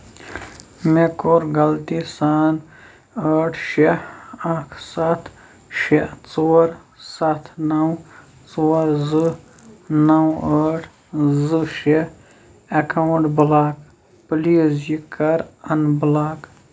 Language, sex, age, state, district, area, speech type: Kashmiri, male, 18-30, Jammu and Kashmir, Shopian, urban, read